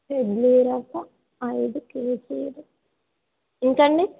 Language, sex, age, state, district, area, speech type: Telugu, female, 60+, Andhra Pradesh, East Godavari, rural, conversation